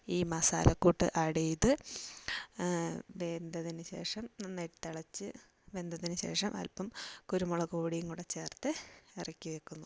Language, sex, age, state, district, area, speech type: Malayalam, female, 18-30, Kerala, Wayanad, rural, spontaneous